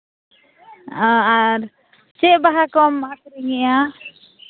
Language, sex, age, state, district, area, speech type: Santali, female, 30-45, Jharkhand, East Singhbhum, rural, conversation